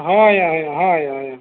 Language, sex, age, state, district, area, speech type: Odia, male, 45-60, Odisha, Nuapada, urban, conversation